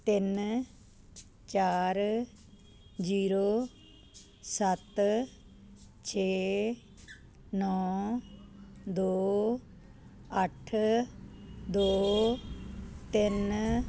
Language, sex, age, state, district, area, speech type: Punjabi, female, 60+, Punjab, Muktsar, urban, read